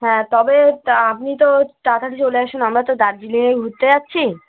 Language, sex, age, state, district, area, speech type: Bengali, female, 18-30, West Bengal, Cooch Behar, urban, conversation